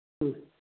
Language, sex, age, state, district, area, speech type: Manipuri, male, 45-60, Manipur, Kakching, rural, conversation